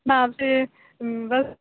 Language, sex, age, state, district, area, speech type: Urdu, female, 18-30, Uttar Pradesh, Aligarh, urban, conversation